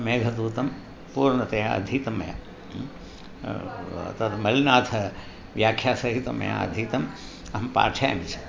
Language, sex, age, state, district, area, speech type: Sanskrit, male, 60+, Tamil Nadu, Thanjavur, urban, spontaneous